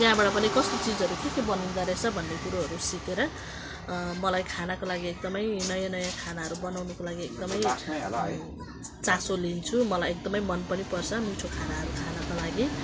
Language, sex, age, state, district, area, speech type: Nepali, female, 45-60, West Bengal, Jalpaiguri, urban, spontaneous